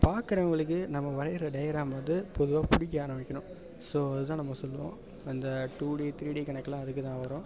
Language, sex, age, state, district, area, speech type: Tamil, male, 18-30, Tamil Nadu, Perambalur, urban, spontaneous